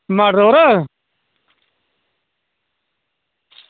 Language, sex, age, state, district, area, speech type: Dogri, male, 30-45, Jammu and Kashmir, Reasi, rural, conversation